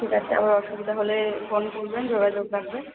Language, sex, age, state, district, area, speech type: Bengali, female, 45-60, West Bengal, Purba Bardhaman, rural, conversation